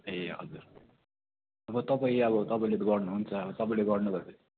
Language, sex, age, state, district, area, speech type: Nepali, male, 30-45, West Bengal, Darjeeling, rural, conversation